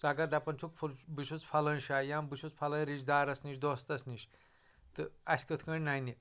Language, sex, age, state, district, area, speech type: Kashmiri, male, 30-45, Jammu and Kashmir, Anantnag, rural, spontaneous